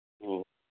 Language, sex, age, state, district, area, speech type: Manipuri, male, 45-60, Manipur, Imphal East, rural, conversation